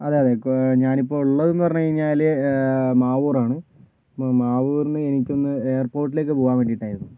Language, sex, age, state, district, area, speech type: Malayalam, male, 30-45, Kerala, Kozhikode, urban, spontaneous